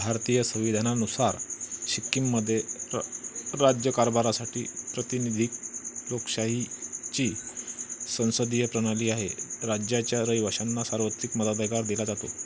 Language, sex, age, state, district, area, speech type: Marathi, male, 45-60, Maharashtra, Amravati, rural, read